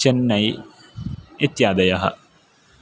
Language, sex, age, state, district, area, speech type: Sanskrit, male, 18-30, Karnataka, Uttara Kannada, urban, spontaneous